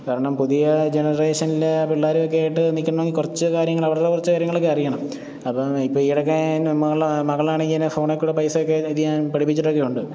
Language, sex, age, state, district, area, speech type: Malayalam, male, 30-45, Kerala, Pathanamthitta, rural, spontaneous